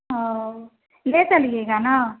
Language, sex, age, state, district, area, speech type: Hindi, female, 18-30, Bihar, Samastipur, rural, conversation